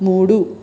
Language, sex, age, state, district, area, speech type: Telugu, female, 30-45, Andhra Pradesh, Visakhapatnam, urban, read